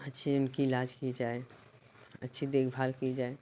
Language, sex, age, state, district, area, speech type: Hindi, female, 45-60, Uttar Pradesh, Bhadohi, urban, spontaneous